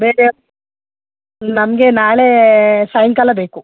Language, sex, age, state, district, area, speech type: Kannada, female, 60+, Karnataka, Mandya, rural, conversation